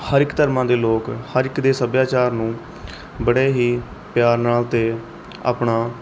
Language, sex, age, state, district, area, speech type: Punjabi, male, 18-30, Punjab, Mohali, rural, spontaneous